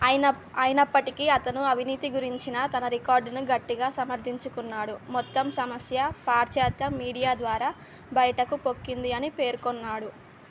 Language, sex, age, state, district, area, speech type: Telugu, female, 18-30, Telangana, Mahbubnagar, urban, read